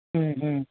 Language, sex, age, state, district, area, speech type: Malayalam, female, 30-45, Kerala, Pathanamthitta, rural, conversation